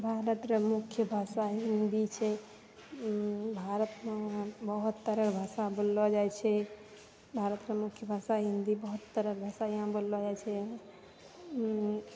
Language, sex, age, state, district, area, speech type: Maithili, female, 18-30, Bihar, Purnia, rural, spontaneous